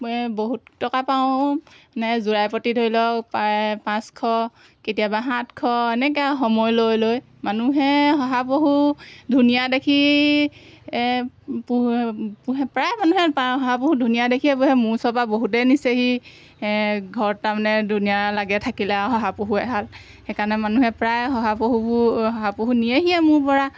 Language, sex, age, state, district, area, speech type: Assamese, female, 30-45, Assam, Golaghat, rural, spontaneous